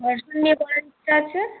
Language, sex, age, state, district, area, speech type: Bengali, female, 30-45, West Bengal, Purulia, urban, conversation